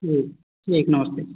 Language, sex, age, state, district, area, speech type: Hindi, male, 30-45, Uttar Pradesh, Azamgarh, rural, conversation